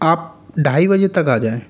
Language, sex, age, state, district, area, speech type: Hindi, male, 60+, Rajasthan, Jaipur, urban, spontaneous